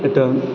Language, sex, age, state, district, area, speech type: Maithili, male, 18-30, Bihar, Supaul, urban, spontaneous